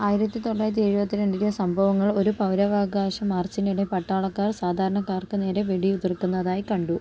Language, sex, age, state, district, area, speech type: Malayalam, female, 30-45, Kerala, Kozhikode, urban, read